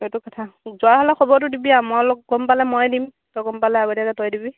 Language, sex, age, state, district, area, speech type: Assamese, female, 18-30, Assam, Dhemaji, rural, conversation